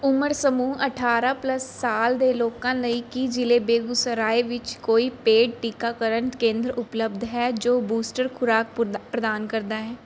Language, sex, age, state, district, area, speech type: Punjabi, female, 18-30, Punjab, Mansa, urban, read